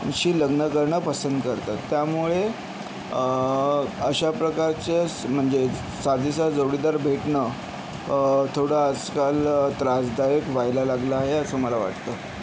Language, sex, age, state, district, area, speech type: Marathi, male, 45-60, Maharashtra, Yavatmal, urban, spontaneous